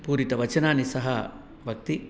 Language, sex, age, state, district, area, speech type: Sanskrit, male, 60+, Telangana, Peddapalli, urban, spontaneous